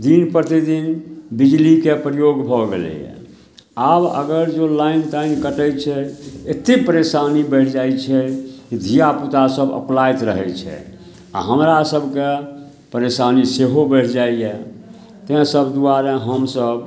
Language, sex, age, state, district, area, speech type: Maithili, male, 60+, Bihar, Samastipur, urban, spontaneous